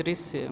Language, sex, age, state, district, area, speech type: Hindi, male, 30-45, Uttar Pradesh, Azamgarh, rural, read